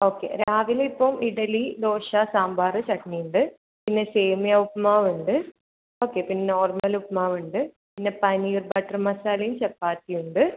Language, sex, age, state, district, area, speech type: Malayalam, male, 18-30, Kerala, Kozhikode, urban, conversation